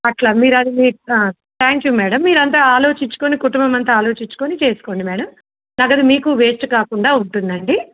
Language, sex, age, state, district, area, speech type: Telugu, female, 30-45, Telangana, Medak, rural, conversation